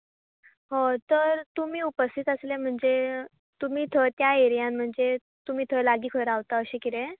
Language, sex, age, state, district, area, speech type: Goan Konkani, female, 18-30, Goa, Bardez, urban, conversation